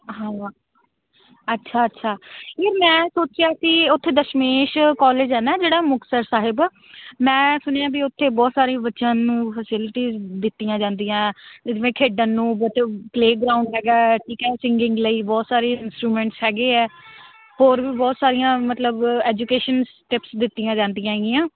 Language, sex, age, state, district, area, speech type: Punjabi, female, 18-30, Punjab, Muktsar, rural, conversation